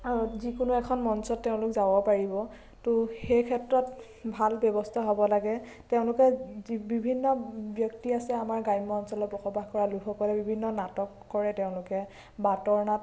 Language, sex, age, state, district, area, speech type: Assamese, female, 18-30, Assam, Biswanath, rural, spontaneous